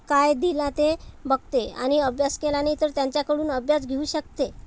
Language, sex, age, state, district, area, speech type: Marathi, female, 30-45, Maharashtra, Amravati, urban, spontaneous